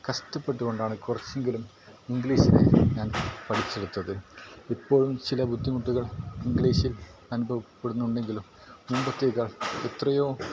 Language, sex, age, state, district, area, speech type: Malayalam, male, 18-30, Kerala, Kasaragod, rural, spontaneous